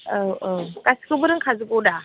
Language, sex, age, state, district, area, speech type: Bodo, female, 18-30, Assam, Chirang, urban, conversation